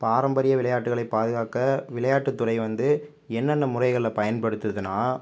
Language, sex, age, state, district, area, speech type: Tamil, male, 30-45, Tamil Nadu, Pudukkottai, rural, spontaneous